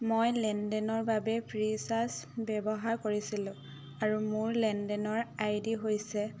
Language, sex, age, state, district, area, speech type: Assamese, female, 18-30, Assam, Dhemaji, urban, read